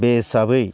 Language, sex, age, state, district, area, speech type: Bodo, male, 60+, Assam, Baksa, rural, spontaneous